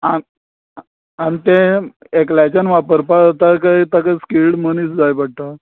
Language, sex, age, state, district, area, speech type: Goan Konkani, male, 45-60, Goa, Canacona, rural, conversation